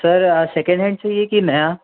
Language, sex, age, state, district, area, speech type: Hindi, male, 18-30, Madhya Pradesh, Jabalpur, urban, conversation